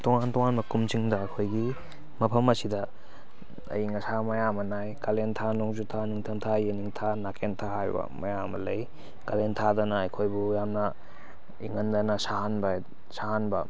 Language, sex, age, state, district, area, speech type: Manipuri, male, 18-30, Manipur, Kakching, rural, spontaneous